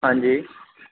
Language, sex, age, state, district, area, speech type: Punjabi, male, 18-30, Punjab, Mohali, rural, conversation